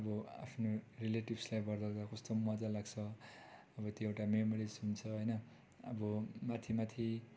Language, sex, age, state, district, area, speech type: Nepali, male, 30-45, West Bengal, Darjeeling, rural, spontaneous